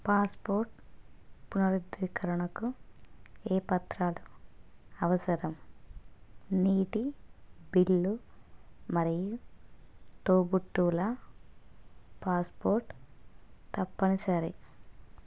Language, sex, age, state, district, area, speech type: Telugu, female, 30-45, Telangana, Hanamkonda, rural, read